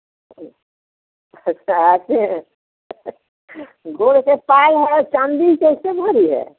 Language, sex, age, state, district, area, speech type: Hindi, female, 60+, Bihar, Samastipur, rural, conversation